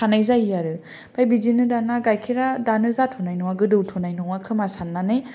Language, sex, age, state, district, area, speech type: Bodo, female, 18-30, Assam, Kokrajhar, rural, spontaneous